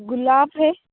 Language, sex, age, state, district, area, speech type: Hindi, female, 30-45, Rajasthan, Jodhpur, rural, conversation